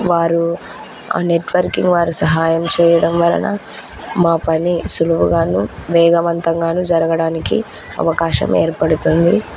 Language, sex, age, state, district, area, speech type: Telugu, female, 18-30, Andhra Pradesh, Kurnool, rural, spontaneous